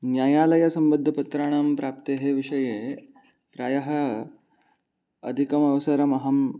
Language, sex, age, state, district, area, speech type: Sanskrit, male, 18-30, Maharashtra, Mumbai City, urban, spontaneous